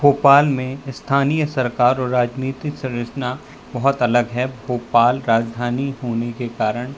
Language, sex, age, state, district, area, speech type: Hindi, male, 30-45, Madhya Pradesh, Bhopal, urban, spontaneous